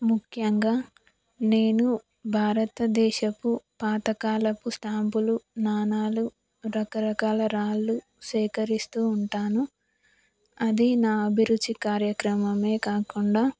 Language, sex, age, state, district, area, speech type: Telugu, female, 18-30, Telangana, Karimnagar, rural, spontaneous